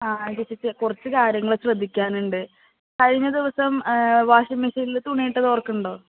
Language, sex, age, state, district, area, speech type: Malayalam, female, 30-45, Kerala, Palakkad, urban, conversation